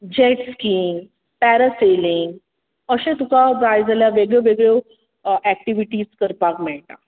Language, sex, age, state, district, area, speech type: Goan Konkani, female, 45-60, Goa, Tiswadi, rural, conversation